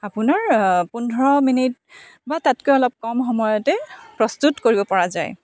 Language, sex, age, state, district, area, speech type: Assamese, female, 30-45, Assam, Dibrugarh, urban, spontaneous